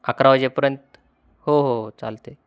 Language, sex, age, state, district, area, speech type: Marathi, male, 30-45, Maharashtra, Osmanabad, rural, spontaneous